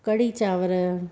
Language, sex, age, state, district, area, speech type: Sindhi, female, 30-45, Gujarat, Surat, urban, spontaneous